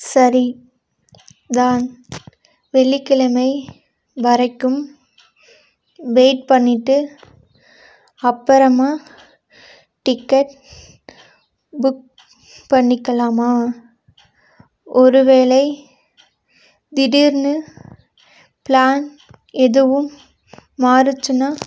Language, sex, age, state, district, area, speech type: Tamil, female, 30-45, Tamil Nadu, Nilgiris, urban, read